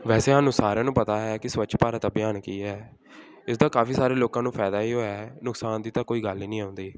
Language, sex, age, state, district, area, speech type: Punjabi, male, 18-30, Punjab, Gurdaspur, rural, spontaneous